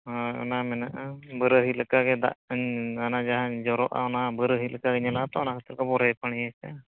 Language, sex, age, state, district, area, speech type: Santali, male, 45-60, Odisha, Mayurbhanj, rural, conversation